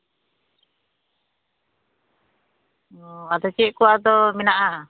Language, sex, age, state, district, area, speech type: Santali, female, 30-45, West Bengal, Malda, rural, conversation